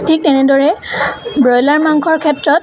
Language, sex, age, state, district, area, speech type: Assamese, female, 18-30, Assam, Dhemaji, urban, spontaneous